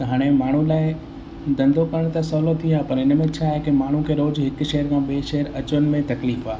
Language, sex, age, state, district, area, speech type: Sindhi, male, 18-30, Gujarat, Kutch, urban, spontaneous